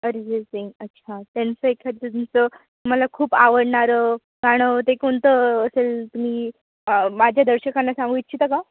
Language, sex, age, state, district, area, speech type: Marathi, female, 18-30, Maharashtra, Nashik, urban, conversation